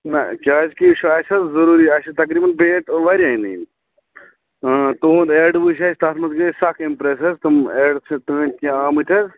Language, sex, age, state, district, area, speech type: Kashmiri, male, 30-45, Jammu and Kashmir, Bandipora, rural, conversation